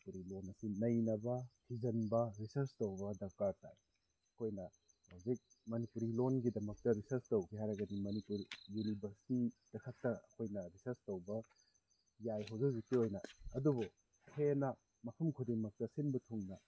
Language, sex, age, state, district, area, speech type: Manipuri, male, 30-45, Manipur, Thoubal, rural, spontaneous